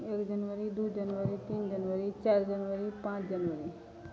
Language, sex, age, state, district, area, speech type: Maithili, female, 45-60, Bihar, Madhepura, rural, spontaneous